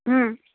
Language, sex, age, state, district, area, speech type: Bengali, female, 60+, West Bengal, Birbhum, urban, conversation